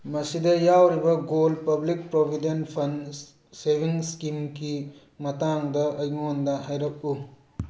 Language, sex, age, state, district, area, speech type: Manipuri, male, 45-60, Manipur, Tengnoupal, urban, read